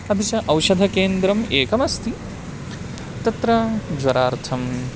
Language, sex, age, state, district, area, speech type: Sanskrit, male, 18-30, Karnataka, Bangalore Rural, rural, spontaneous